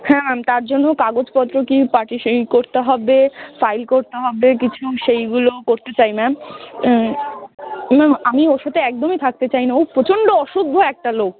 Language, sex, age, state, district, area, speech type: Bengali, female, 18-30, West Bengal, Dakshin Dinajpur, urban, conversation